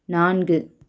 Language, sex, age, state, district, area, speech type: Tamil, female, 18-30, Tamil Nadu, Virudhunagar, rural, read